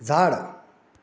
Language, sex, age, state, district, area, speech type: Goan Konkani, male, 45-60, Goa, Canacona, rural, read